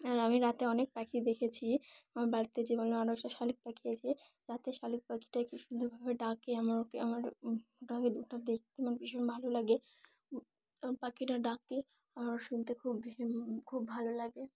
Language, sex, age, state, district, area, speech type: Bengali, female, 18-30, West Bengal, Dakshin Dinajpur, urban, spontaneous